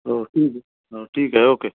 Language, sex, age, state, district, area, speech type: Marathi, male, 18-30, Maharashtra, Gondia, rural, conversation